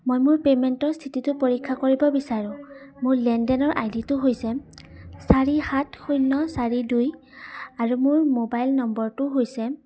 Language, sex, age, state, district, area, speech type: Assamese, female, 18-30, Assam, Udalguri, rural, spontaneous